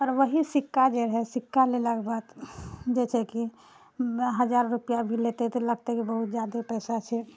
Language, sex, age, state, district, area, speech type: Maithili, female, 60+, Bihar, Purnia, urban, spontaneous